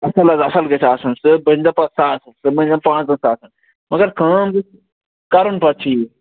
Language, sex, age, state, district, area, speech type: Kashmiri, male, 18-30, Jammu and Kashmir, Bandipora, rural, conversation